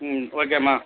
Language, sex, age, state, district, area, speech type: Tamil, male, 45-60, Tamil Nadu, Viluppuram, rural, conversation